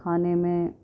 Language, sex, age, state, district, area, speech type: Urdu, female, 30-45, Delhi, South Delhi, rural, spontaneous